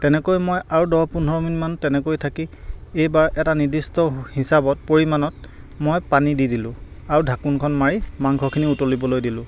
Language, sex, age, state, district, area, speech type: Assamese, male, 30-45, Assam, Lakhimpur, rural, spontaneous